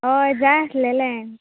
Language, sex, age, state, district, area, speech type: Goan Konkani, female, 18-30, Goa, Canacona, rural, conversation